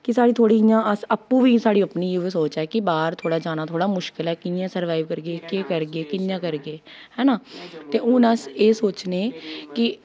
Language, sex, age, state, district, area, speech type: Dogri, female, 30-45, Jammu and Kashmir, Jammu, urban, spontaneous